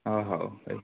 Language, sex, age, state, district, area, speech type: Odia, male, 18-30, Odisha, Kalahandi, rural, conversation